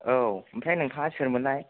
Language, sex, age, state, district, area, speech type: Bodo, male, 60+, Assam, Chirang, urban, conversation